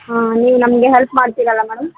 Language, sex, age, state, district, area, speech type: Kannada, female, 18-30, Karnataka, Vijayanagara, rural, conversation